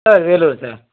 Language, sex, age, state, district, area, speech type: Tamil, male, 18-30, Tamil Nadu, Vellore, urban, conversation